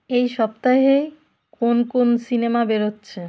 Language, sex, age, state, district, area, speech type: Bengali, female, 45-60, West Bengal, South 24 Parganas, rural, read